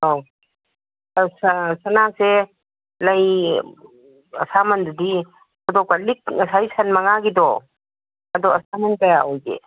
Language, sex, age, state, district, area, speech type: Manipuri, female, 60+, Manipur, Kangpokpi, urban, conversation